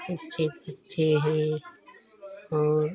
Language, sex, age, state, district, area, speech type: Hindi, male, 45-60, Uttar Pradesh, Lucknow, rural, spontaneous